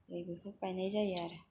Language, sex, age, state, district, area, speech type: Bodo, female, 18-30, Assam, Kokrajhar, urban, spontaneous